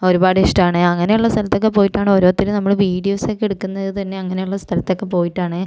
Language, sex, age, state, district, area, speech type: Malayalam, female, 45-60, Kerala, Kozhikode, urban, spontaneous